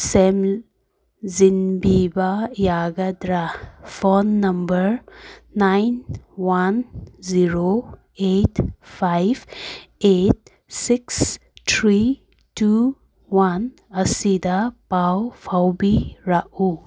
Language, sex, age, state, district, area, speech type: Manipuri, female, 18-30, Manipur, Kangpokpi, urban, read